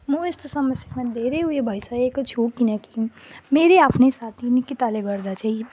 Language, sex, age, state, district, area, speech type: Nepali, female, 18-30, West Bengal, Jalpaiguri, rural, spontaneous